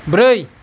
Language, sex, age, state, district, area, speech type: Bodo, male, 45-60, Assam, Kokrajhar, rural, read